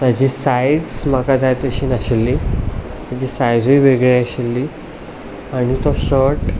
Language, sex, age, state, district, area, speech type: Goan Konkani, male, 18-30, Goa, Ponda, urban, spontaneous